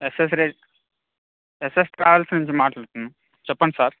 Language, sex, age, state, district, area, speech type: Telugu, male, 18-30, Telangana, Khammam, urban, conversation